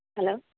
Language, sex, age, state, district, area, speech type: Urdu, female, 30-45, Delhi, East Delhi, urban, conversation